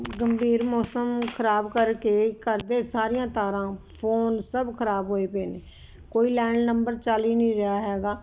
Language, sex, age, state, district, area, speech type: Punjabi, female, 60+, Punjab, Ludhiana, urban, spontaneous